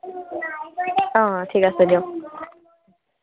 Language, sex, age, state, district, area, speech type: Assamese, female, 18-30, Assam, Tinsukia, urban, conversation